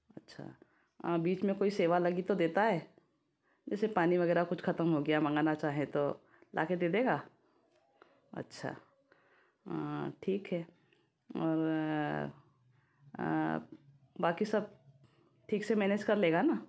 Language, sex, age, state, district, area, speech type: Hindi, female, 45-60, Madhya Pradesh, Ujjain, urban, spontaneous